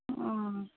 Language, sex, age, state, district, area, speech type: Santali, female, 30-45, West Bengal, Birbhum, rural, conversation